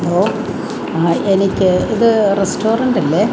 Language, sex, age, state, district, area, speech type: Malayalam, female, 45-60, Kerala, Alappuzha, rural, spontaneous